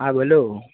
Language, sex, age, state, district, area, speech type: Gujarati, male, 18-30, Gujarat, Surat, rural, conversation